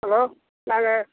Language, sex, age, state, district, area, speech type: Tamil, male, 60+, Tamil Nadu, Tiruvannamalai, rural, conversation